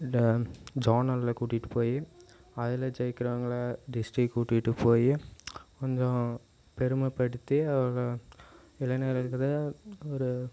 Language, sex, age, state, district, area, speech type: Tamil, male, 18-30, Tamil Nadu, Namakkal, rural, spontaneous